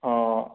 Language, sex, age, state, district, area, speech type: Odia, male, 45-60, Odisha, Kandhamal, rural, conversation